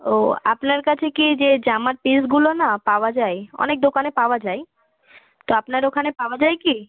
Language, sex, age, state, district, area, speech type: Bengali, female, 30-45, West Bengal, South 24 Parganas, rural, conversation